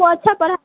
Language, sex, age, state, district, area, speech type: Maithili, female, 18-30, Bihar, Sitamarhi, rural, conversation